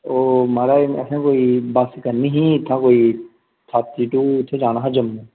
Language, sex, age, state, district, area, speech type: Dogri, male, 30-45, Jammu and Kashmir, Udhampur, rural, conversation